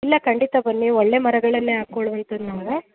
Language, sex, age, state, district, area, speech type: Kannada, female, 30-45, Karnataka, Mandya, urban, conversation